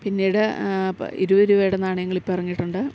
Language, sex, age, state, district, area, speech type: Malayalam, female, 45-60, Kerala, Idukki, rural, spontaneous